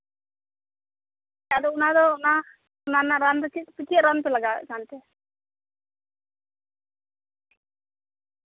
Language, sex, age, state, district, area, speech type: Santali, female, 30-45, West Bengal, Birbhum, rural, conversation